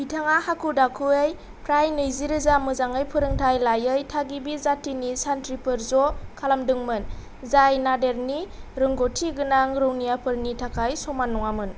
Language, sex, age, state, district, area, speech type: Bodo, female, 18-30, Assam, Kokrajhar, rural, read